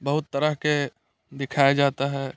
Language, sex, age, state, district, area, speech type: Hindi, male, 18-30, Bihar, Muzaffarpur, urban, spontaneous